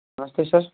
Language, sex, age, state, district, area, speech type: Hindi, male, 18-30, Rajasthan, Jodhpur, rural, conversation